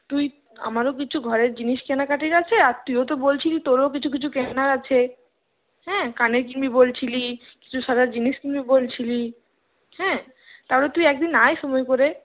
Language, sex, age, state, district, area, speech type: Bengali, female, 30-45, West Bengal, Purulia, urban, conversation